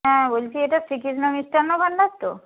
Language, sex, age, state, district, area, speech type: Bengali, female, 60+, West Bengal, Purba Medinipur, rural, conversation